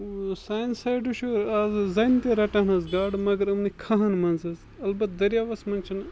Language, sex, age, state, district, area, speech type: Kashmiri, male, 45-60, Jammu and Kashmir, Bandipora, rural, spontaneous